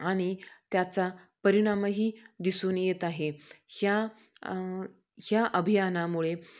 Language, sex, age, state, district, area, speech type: Marathi, female, 30-45, Maharashtra, Sangli, rural, spontaneous